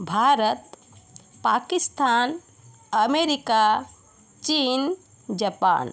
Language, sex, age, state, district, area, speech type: Marathi, female, 45-60, Maharashtra, Yavatmal, rural, spontaneous